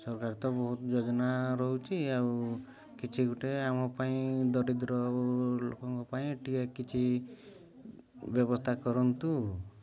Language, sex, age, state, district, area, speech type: Odia, male, 30-45, Odisha, Mayurbhanj, rural, spontaneous